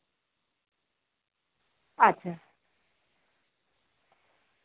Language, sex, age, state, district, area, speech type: Santali, female, 60+, West Bengal, Birbhum, rural, conversation